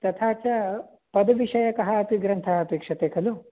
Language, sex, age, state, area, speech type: Sanskrit, male, 18-30, Delhi, urban, conversation